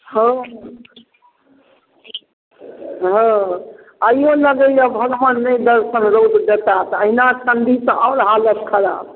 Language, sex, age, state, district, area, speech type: Maithili, female, 60+, Bihar, Darbhanga, urban, conversation